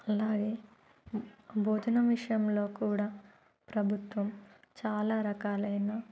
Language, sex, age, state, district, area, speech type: Telugu, female, 30-45, Telangana, Warangal, urban, spontaneous